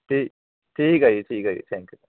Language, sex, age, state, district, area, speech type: Punjabi, male, 18-30, Punjab, Gurdaspur, urban, conversation